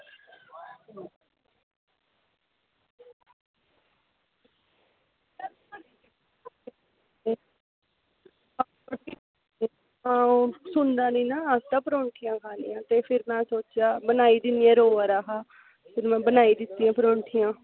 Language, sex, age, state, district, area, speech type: Dogri, female, 18-30, Jammu and Kashmir, Samba, rural, conversation